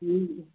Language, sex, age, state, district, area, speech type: Nepali, female, 60+, West Bengal, Kalimpong, rural, conversation